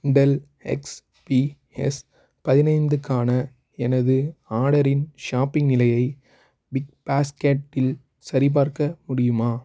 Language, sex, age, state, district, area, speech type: Tamil, male, 18-30, Tamil Nadu, Thanjavur, rural, read